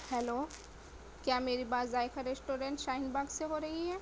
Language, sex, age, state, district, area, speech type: Urdu, female, 30-45, Delhi, South Delhi, urban, spontaneous